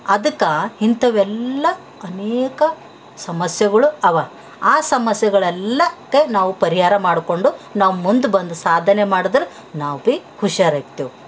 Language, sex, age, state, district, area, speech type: Kannada, female, 60+, Karnataka, Bidar, urban, spontaneous